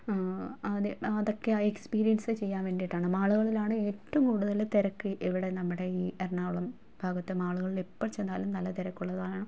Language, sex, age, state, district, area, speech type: Malayalam, female, 30-45, Kerala, Ernakulam, rural, spontaneous